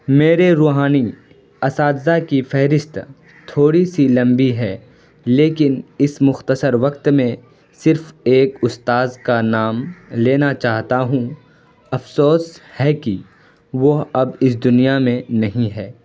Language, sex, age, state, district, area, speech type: Urdu, male, 18-30, Bihar, Purnia, rural, spontaneous